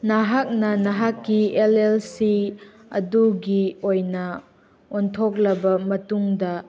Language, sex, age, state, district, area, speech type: Manipuri, female, 18-30, Manipur, Chandel, rural, read